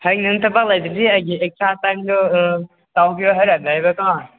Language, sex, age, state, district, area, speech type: Manipuri, male, 18-30, Manipur, Senapati, rural, conversation